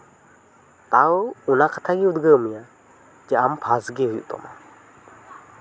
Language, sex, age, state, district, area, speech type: Santali, male, 18-30, West Bengal, Purba Bardhaman, rural, spontaneous